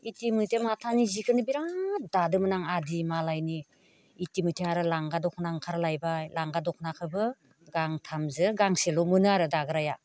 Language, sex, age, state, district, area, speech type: Bodo, female, 60+, Assam, Baksa, rural, spontaneous